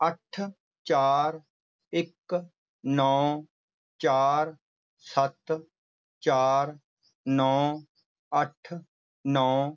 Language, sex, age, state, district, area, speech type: Punjabi, male, 30-45, Punjab, Barnala, urban, read